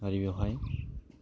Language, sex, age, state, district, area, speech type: Bodo, male, 18-30, Assam, Udalguri, urban, spontaneous